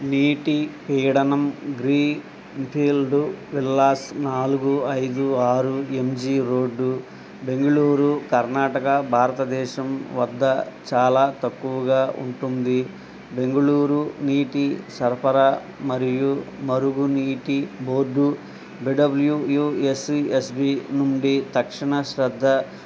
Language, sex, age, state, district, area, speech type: Telugu, male, 60+, Andhra Pradesh, Eluru, rural, read